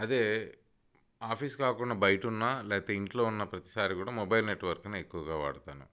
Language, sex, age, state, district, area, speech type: Telugu, male, 30-45, Andhra Pradesh, Bapatla, urban, spontaneous